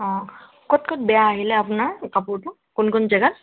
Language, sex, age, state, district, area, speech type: Assamese, female, 18-30, Assam, Tinsukia, rural, conversation